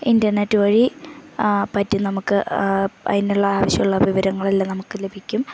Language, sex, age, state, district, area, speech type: Malayalam, female, 18-30, Kerala, Idukki, rural, spontaneous